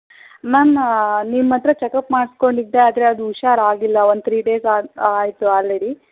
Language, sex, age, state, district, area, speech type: Kannada, female, 30-45, Karnataka, Davanagere, rural, conversation